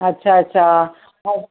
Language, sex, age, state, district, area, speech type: Sindhi, female, 45-60, Maharashtra, Thane, urban, conversation